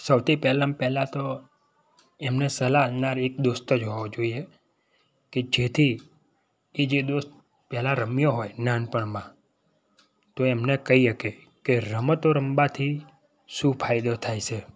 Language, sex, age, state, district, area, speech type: Gujarati, male, 30-45, Gujarat, Kheda, rural, spontaneous